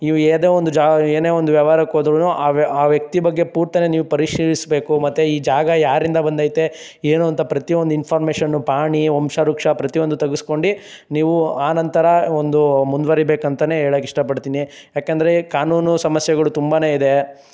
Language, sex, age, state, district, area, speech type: Kannada, male, 18-30, Karnataka, Chikkaballapur, rural, spontaneous